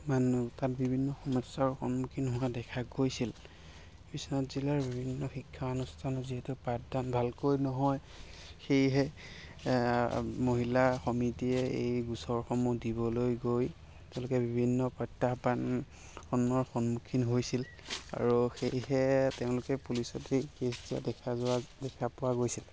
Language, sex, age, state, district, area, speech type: Assamese, male, 30-45, Assam, Biswanath, rural, spontaneous